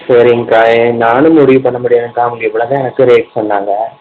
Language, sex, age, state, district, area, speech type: Tamil, male, 18-30, Tamil Nadu, Erode, rural, conversation